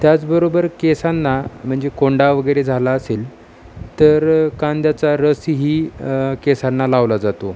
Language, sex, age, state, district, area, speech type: Marathi, male, 30-45, Maharashtra, Osmanabad, rural, spontaneous